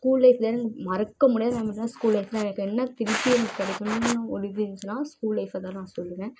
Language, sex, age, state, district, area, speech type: Tamil, female, 18-30, Tamil Nadu, Namakkal, rural, spontaneous